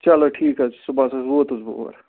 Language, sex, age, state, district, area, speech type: Kashmiri, male, 18-30, Jammu and Kashmir, Budgam, rural, conversation